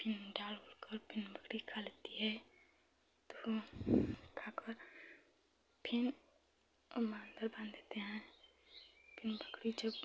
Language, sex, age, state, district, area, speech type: Hindi, female, 30-45, Uttar Pradesh, Chandauli, rural, spontaneous